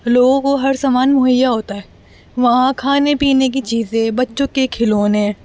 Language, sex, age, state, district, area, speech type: Urdu, female, 18-30, Delhi, North East Delhi, urban, spontaneous